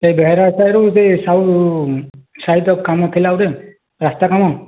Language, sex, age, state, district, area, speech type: Odia, male, 45-60, Odisha, Boudh, rural, conversation